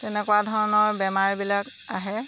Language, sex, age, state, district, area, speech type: Assamese, female, 30-45, Assam, Jorhat, urban, spontaneous